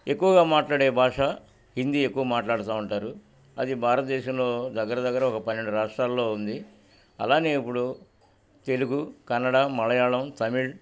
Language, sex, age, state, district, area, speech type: Telugu, male, 60+, Andhra Pradesh, Guntur, urban, spontaneous